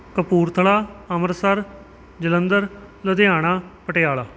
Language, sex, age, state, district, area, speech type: Punjabi, male, 30-45, Punjab, Kapurthala, rural, spontaneous